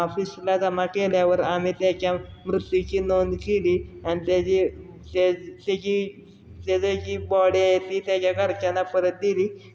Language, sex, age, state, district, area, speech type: Marathi, male, 18-30, Maharashtra, Osmanabad, rural, spontaneous